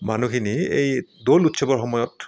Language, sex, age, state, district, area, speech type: Assamese, male, 60+, Assam, Barpeta, rural, spontaneous